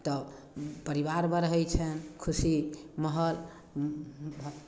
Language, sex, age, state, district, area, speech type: Maithili, female, 60+, Bihar, Samastipur, rural, spontaneous